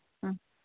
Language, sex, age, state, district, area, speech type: Kannada, female, 30-45, Karnataka, Chitradurga, urban, conversation